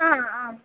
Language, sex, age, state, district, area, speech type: Sanskrit, female, 18-30, Kerala, Kannur, rural, conversation